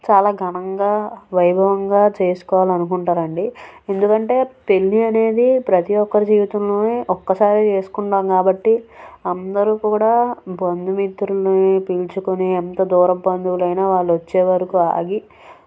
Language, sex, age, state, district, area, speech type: Telugu, female, 18-30, Andhra Pradesh, Anakapalli, urban, spontaneous